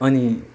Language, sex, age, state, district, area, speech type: Nepali, male, 30-45, West Bengal, Darjeeling, rural, spontaneous